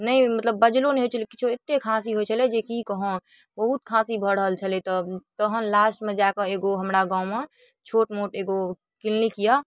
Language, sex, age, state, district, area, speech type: Maithili, female, 18-30, Bihar, Darbhanga, rural, spontaneous